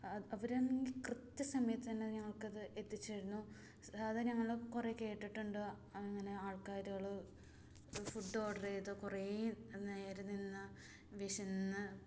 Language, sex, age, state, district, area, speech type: Malayalam, female, 18-30, Kerala, Ernakulam, rural, spontaneous